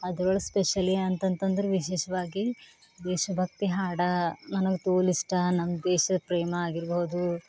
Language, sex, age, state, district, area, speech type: Kannada, female, 18-30, Karnataka, Bidar, rural, spontaneous